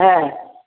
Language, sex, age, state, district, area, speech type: Bengali, male, 18-30, West Bengal, Uttar Dinajpur, urban, conversation